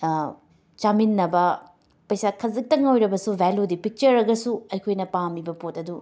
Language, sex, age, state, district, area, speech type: Manipuri, female, 30-45, Manipur, Imphal West, urban, spontaneous